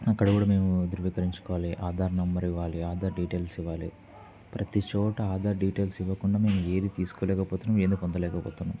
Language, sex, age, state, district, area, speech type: Telugu, male, 18-30, Andhra Pradesh, Kurnool, urban, spontaneous